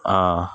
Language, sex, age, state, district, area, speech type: Telugu, male, 18-30, Andhra Pradesh, Bapatla, urban, spontaneous